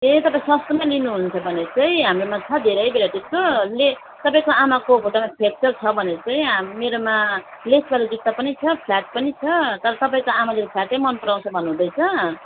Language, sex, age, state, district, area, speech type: Nepali, female, 30-45, West Bengal, Darjeeling, rural, conversation